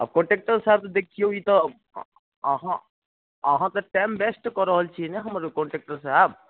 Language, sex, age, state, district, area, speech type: Maithili, male, 30-45, Bihar, Muzaffarpur, rural, conversation